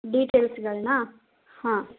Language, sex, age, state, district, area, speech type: Kannada, female, 30-45, Karnataka, Hassan, rural, conversation